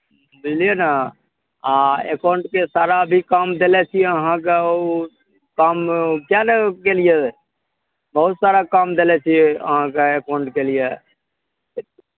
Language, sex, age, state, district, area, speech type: Maithili, male, 60+, Bihar, Araria, urban, conversation